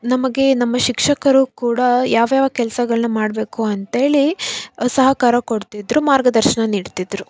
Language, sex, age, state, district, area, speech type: Kannada, female, 18-30, Karnataka, Davanagere, rural, spontaneous